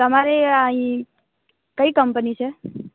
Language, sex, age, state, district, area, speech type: Gujarati, female, 18-30, Gujarat, Narmada, urban, conversation